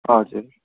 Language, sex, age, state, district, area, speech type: Nepali, male, 18-30, West Bengal, Darjeeling, rural, conversation